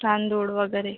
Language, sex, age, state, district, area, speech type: Marathi, female, 18-30, Maharashtra, Akola, rural, conversation